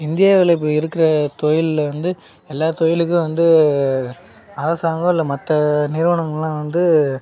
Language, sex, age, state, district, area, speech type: Tamil, male, 30-45, Tamil Nadu, Cuddalore, rural, spontaneous